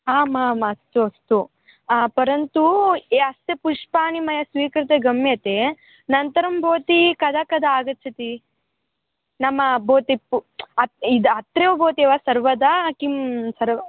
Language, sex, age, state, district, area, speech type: Sanskrit, female, 18-30, Karnataka, Gadag, urban, conversation